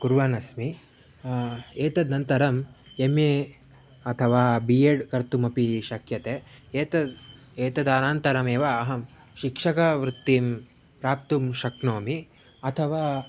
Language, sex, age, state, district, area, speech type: Sanskrit, male, 18-30, Karnataka, Shimoga, rural, spontaneous